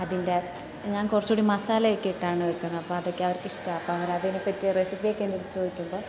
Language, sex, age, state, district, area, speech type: Malayalam, female, 18-30, Kerala, Kottayam, rural, spontaneous